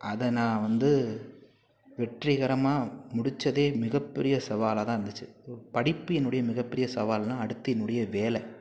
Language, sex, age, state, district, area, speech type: Tamil, male, 60+, Tamil Nadu, Pudukkottai, rural, spontaneous